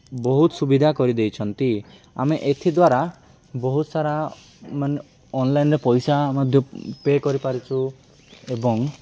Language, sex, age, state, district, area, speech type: Odia, male, 18-30, Odisha, Nabarangpur, urban, spontaneous